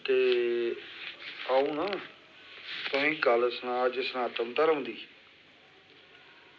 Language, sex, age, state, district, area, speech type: Dogri, male, 45-60, Jammu and Kashmir, Samba, rural, spontaneous